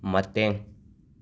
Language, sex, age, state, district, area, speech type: Manipuri, male, 30-45, Manipur, Imphal West, urban, read